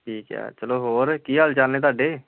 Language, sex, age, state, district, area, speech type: Punjabi, male, 18-30, Punjab, Amritsar, urban, conversation